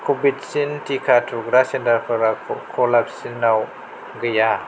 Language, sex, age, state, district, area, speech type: Bodo, male, 30-45, Assam, Kokrajhar, rural, read